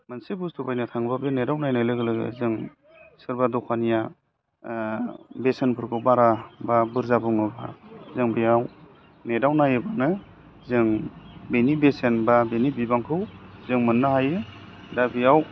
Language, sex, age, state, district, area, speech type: Bodo, male, 30-45, Assam, Udalguri, urban, spontaneous